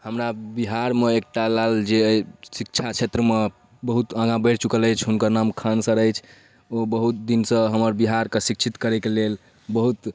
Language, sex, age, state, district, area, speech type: Maithili, male, 18-30, Bihar, Darbhanga, urban, spontaneous